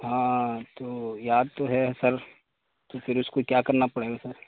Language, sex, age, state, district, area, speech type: Urdu, male, 18-30, Bihar, Saharsa, rural, conversation